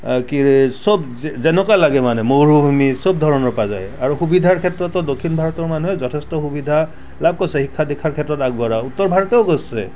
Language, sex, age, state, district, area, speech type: Assamese, male, 60+, Assam, Barpeta, rural, spontaneous